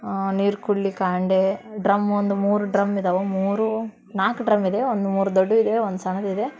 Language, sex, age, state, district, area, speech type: Kannada, female, 18-30, Karnataka, Dharwad, urban, spontaneous